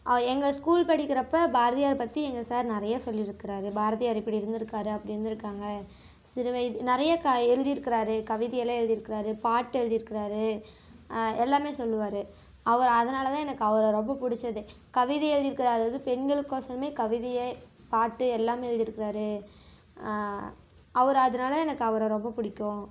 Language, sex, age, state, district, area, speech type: Tamil, female, 18-30, Tamil Nadu, Namakkal, rural, spontaneous